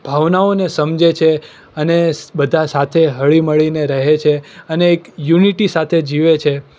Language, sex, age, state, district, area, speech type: Gujarati, male, 18-30, Gujarat, Surat, urban, spontaneous